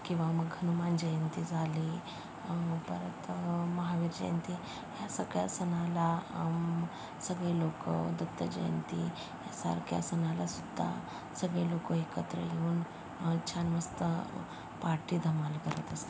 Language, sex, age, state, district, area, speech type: Marathi, female, 60+, Maharashtra, Yavatmal, rural, spontaneous